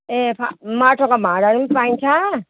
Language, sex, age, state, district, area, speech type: Nepali, female, 60+, West Bengal, Jalpaiguri, rural, conversation